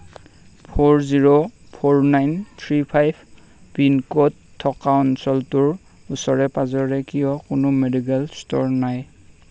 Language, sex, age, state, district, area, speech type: Assamese, male, 18-30, Assam, Darrang, rural, read